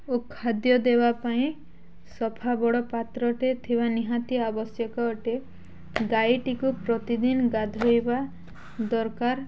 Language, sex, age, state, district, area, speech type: Odia, female, 18-30, Odisha, Balangir, urban, spontaneous